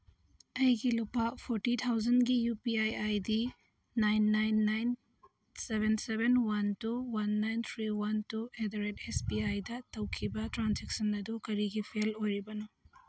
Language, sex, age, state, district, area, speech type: Manipuri, female, 45-60, Manipur, Churachandpur, urban, read